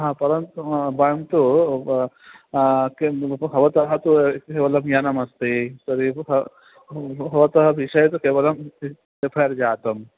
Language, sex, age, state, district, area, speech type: Sanskrit, male, 30-45, West Bengal, Dakshin Dinajpur, urban, conversation